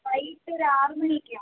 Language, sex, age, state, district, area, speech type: Malayalam, female, 18-30, Kerala, Alappuzha, rural, conversation